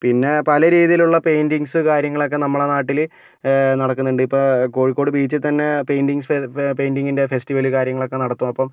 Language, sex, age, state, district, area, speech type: Malayalam, male, 45-60, Kerala, Kozhikode, urban, spontaneous